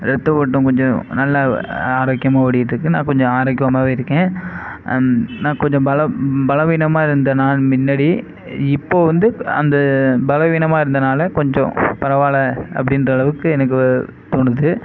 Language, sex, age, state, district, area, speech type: Tamil, male, 30-45, Tamil Nadu, Sivaganga, rural, spontaneous